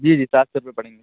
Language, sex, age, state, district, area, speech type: Urdu, male, 18-30, Uttar Pradesh, Lucknow, urban, conversation